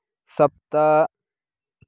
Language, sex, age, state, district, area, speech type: Sanskrit, male, 18-30, Karnataka, Chikkamagaluru, rural, read